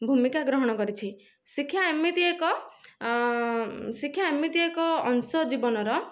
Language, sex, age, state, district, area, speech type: Odia, female, 18-30, Odisha, Nayagarh, rural, spontaneous